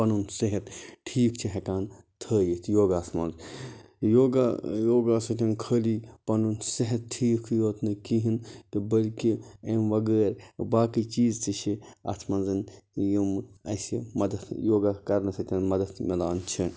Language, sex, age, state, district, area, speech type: Kashmiri, male, 45-60, Jammu and Kashmir, Baramulla, rural, spontaneous